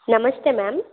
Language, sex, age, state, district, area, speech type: Kannada, female, 18-30, Karnataka, Hassan, urban, conversation